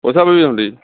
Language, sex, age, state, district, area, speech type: Assamese, male, 30-45, Assam, Lakhimpur, rural, conversation